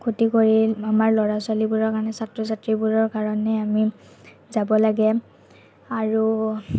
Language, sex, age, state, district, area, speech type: Assamese, female, 45-60, Assam, Morigaon, urban, spontaneous